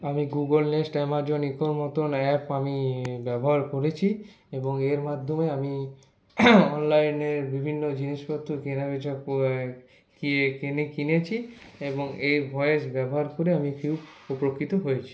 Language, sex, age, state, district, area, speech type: Bengali, male, 60+, West Bengal, Paschim Bardhaman, urban, spontaneous